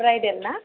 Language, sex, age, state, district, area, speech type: Bodo, female, 18-30, Assam, Chirang, rural, conversation